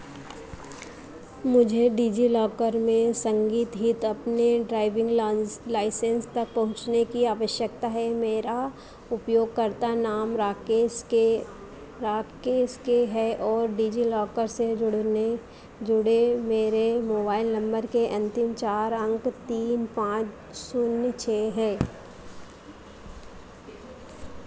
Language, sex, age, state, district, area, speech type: Hindi, female, 45-60, Madhya Pradesh, Harda, urban, read